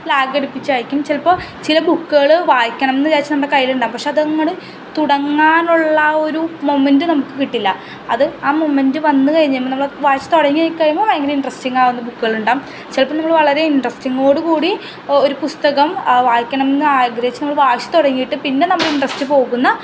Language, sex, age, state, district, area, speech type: Malayalam, female, 18-30, Kerala, Ernakulam, rural, spontaneous